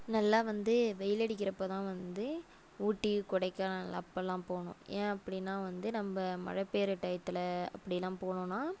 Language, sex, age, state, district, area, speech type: Tamil, female, 30-45, Tamil Nadu, Nagapattinam, rural, spontaneous